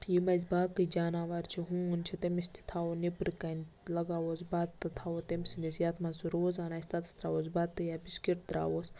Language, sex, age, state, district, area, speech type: Kashmiri, female, 18-30, Jammu and Kashmir, Baramulla, rural, spontaneous